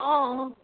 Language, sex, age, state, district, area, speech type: Assamese, female, 18-30, Assam, Dibrugarh, rural, conversation